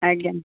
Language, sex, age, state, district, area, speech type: Odia, female, 45-60, Odisha, Balasore, rural, conversation